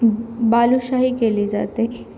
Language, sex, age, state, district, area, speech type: Marathi, female, 18-30, Maharashtra, Nanded, rural, spontaneous